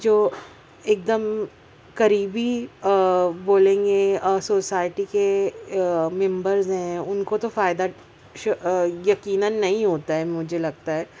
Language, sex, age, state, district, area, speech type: Urdu, female, 30-45, Maharashtra, Nashik, urban, spontaneous